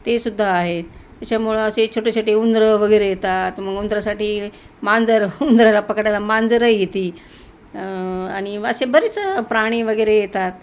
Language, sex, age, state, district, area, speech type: Marathi, female, 60+, Maharashtra, Nanded, urban, spontaneous